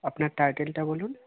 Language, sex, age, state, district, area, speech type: Bengali, male, 18-30, West Bengal, South 24 Parganas, rural, conversation